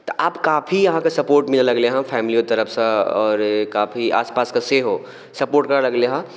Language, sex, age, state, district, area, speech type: Maithili, male, 18-30, Bihar, Darbhanga, rural, spontaneous